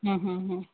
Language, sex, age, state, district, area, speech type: Kannada, female, 18-30, Karnataka, Shimoga, rural, conversation